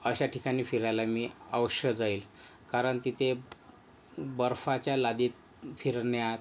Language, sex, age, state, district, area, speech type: Marathi, male, 60+, Maharashtra, Yavatmal, rural, spontaneous